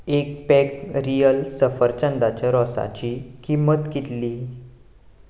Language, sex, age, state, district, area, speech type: Goan Konkani, male, 18-30, Goa, Ponda, rural, read